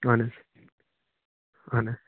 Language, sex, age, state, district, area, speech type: Kashmiri, male, 45-60, Jammu and Kashmir, Budgam, urban, conversation